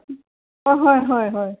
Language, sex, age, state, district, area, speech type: Assamese, female, 30-45, Assam, Golaghat, urban, conversation